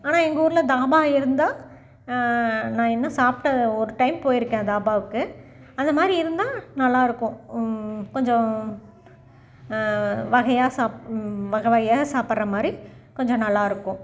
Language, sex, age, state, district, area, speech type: Tamil, female, 45-60, Tamil Nadu, Salem, rural, spontaneous